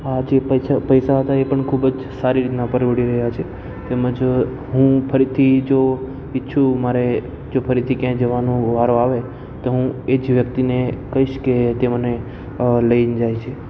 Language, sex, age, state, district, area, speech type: Gujarati, male, 18-30, Gujarat, Ahmedabad, urban, spontaneous